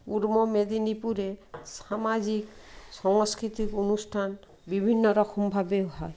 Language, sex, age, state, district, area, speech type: Bengali, female, 60+, West Bengal, Purba Medinipur, rural, spontaneous